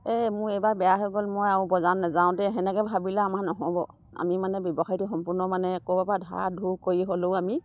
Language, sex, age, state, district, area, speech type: Assamese, female, 60+, Assam, Dibrugarh, rural, spontaneous